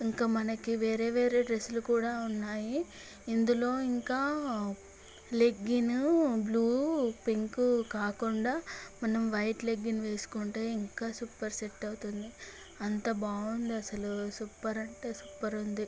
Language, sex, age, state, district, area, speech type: Telugu, female, 18-30, Andhra Pradesh, Visakhapatnam, urban, spontaneous